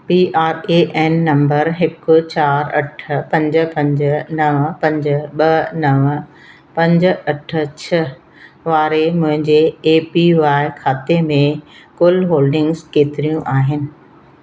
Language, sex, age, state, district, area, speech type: Sindhi, female, 60+, Madhya Pradesh, Katni, urban, read